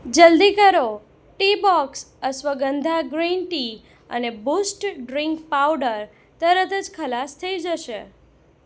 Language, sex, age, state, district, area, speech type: Gujarati, female, 18-30, Gujarat, Anand, rural, read